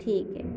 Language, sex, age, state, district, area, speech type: Hindi, female, 18-30, Madhya Pradesh, Gwalior, rural, spontaneous